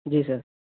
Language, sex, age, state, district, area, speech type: Urdu, male, 18-30, Uttar Pradesh, Saharanpur, urban, conversation